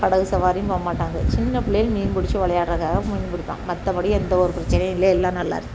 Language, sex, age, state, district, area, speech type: Tamil, female, 45-60, Tamil Nadu, Thoothukudi, rural, spontaneous